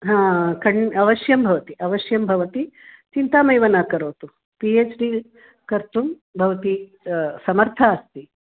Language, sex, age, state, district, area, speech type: Sanskrit, female, 60+, Karnataka, Bangalore Urban, urban, conversation